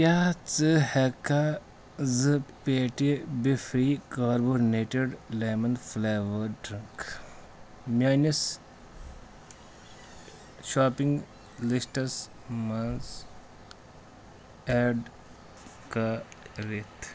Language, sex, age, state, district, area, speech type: Kashmiri, male, 30-45, Jammu and Kashmir, Pulwama, urban, read